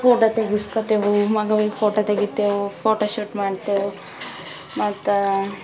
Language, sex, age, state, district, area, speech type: Kannada, female, 30-45, Karnataka, Bidar, urban, spontaneous